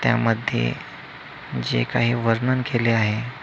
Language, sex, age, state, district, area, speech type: Marathi, male, 30-45, Maharashtra, Amravati, urban, spontaneous